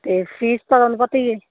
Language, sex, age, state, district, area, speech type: Punjabi, female, 18-30, Punjab, Fazilka, rural, conversation